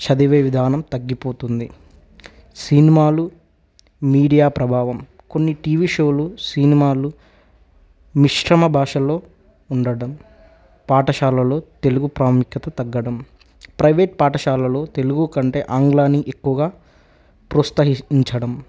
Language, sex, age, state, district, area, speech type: Telugu, male, 18-30, Telangana, Nagarkurnool, rural, spontaneous